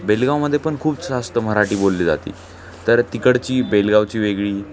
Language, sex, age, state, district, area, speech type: Marathi, male, 18-30, Maharashtra, Nanded, urban, spontaneous